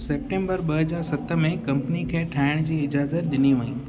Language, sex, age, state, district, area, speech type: Sindhi, male, 18-30, Gujarat, Kutch, urban, read